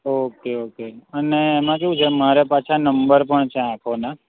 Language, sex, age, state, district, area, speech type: Gujarati, male, 18-30, Gujarat, Anand, urban, conversation